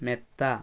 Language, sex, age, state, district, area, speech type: Malayalam, female, 18-30, Kerala, Wayanad, rural, read